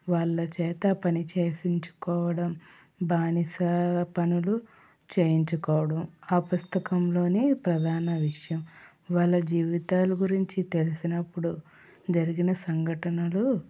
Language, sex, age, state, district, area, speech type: Telugu, female, 18-30, Andhra Pradesh, Anakapalli, rural, spontaneous